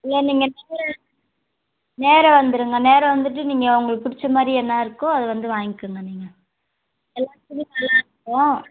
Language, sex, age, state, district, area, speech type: Tamil, female, 18-30, Tamil Nadu, Tiruvannamalai, rural, conversation